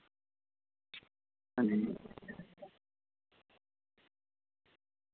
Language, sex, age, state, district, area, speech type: Dogri, male, 18-30, Jammu and Kashmir, Samba, rural, conversation